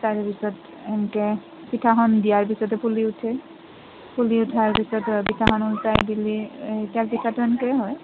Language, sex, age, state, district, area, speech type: Assamese, female, 30-45, Assam, Nalbari, rural, conversation